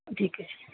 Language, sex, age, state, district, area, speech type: Urdu, female, 60+, Delhi, Central Delhi, urban, conversation